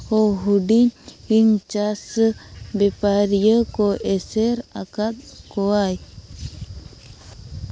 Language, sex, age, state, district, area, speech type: Santali, female, 18-30, Jharkhand, Seraikela Kharsawan, rural, spontaneous